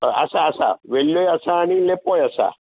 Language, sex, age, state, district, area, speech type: Goan Konkani, male, 60+, Goa, Bardez, urban, conversation